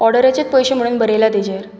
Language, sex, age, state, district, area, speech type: Goan Konkani, female, 18-30, Goa, Bardez, urban, spontaneous